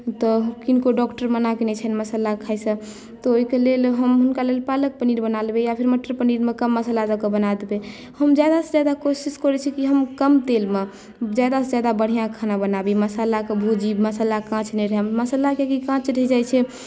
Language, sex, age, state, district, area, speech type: Maithili, female, 18-30, Bihar, Madhubani, rural, spontaneous